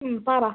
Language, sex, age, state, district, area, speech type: Malayalam, female, 30-45, Kerala, Wayanad, rural, conversation